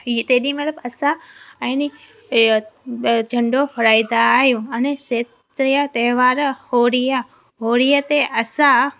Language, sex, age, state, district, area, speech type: Sindhi, female, 18-30, Gujarat, Junagadh, rural, spontaneous